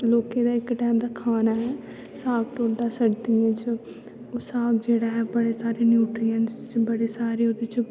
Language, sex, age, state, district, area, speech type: Dogri, female, 18-30, Jammu and Kashmir, Kathua, rural, spontaneous